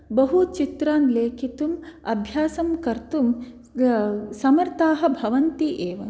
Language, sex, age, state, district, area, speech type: Sanskrit, female, 18-30, Karnataka, Dakshina Kannada, rural, spontaneous